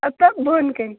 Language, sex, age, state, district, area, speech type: Kashmiri, female, 18-30, Jammu and Kashmir, Shopian, rural, conversation